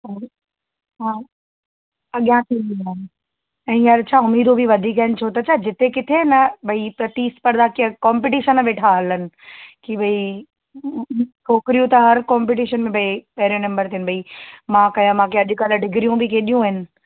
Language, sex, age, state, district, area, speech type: Sindhi, female, 30-45, Gujarat, Kutch, rural, conversation